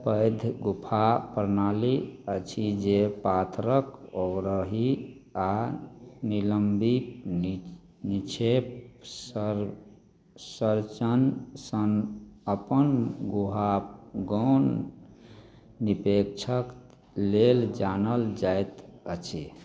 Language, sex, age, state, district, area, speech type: Maithili, male, 45-60, Bihar, Madhepura, rural, read